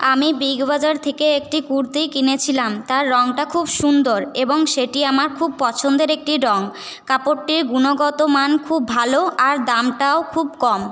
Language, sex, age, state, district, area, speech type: Bengali, female, 18-30, West Bengal, Paschim Bardhaman, rural, spontaneous